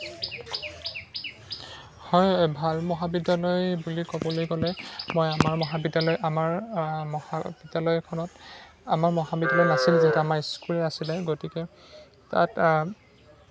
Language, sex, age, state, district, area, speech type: Assamese, male, 18-30, Assam, Lakhimpur, urban, spontaneous